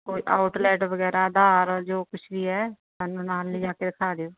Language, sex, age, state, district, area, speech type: Punjabi, female, 60+, Punjab, Barnala, rural, conversation